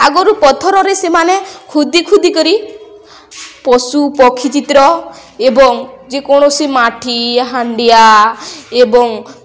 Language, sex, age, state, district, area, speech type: Odia, female, 18-30, Odisha, Balangir, urban, spontaneous